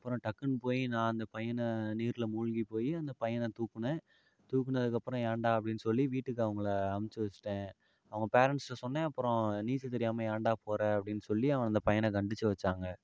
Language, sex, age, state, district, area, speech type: Tamil, male, 45-60, Tamil Nadu, Ariyalur, rural, spontaneous